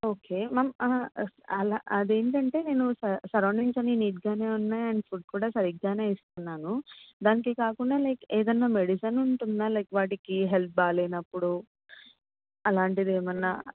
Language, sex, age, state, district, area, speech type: Telugu, female, 18-30, Telangana, Medchal, urban, conversation